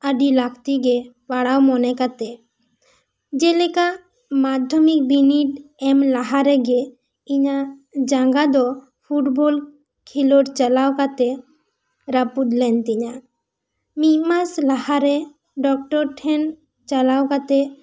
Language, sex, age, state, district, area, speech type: Santali, female, 18-30, West Bengal, Bankura, rural, spontaneous